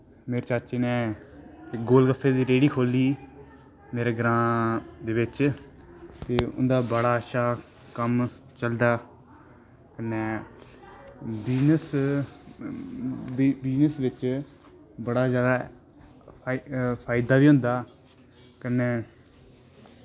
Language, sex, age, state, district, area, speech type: Dogri, male, 18-30, Jammu and Kashmir, Udhampur, rural, spontaneous